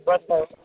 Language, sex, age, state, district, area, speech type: Urdu, male, 60+, Uttar Pradesh, Shahjahanpur, rural, conversation